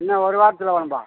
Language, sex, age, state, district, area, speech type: Tamil, male, 45-60, Tamil Nadu, Tiruvannamalai, rural, conversation